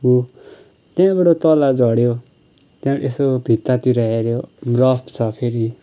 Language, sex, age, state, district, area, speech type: Nepali, male, 30-45, West Bengal, Kalimpong, rural, spontaneous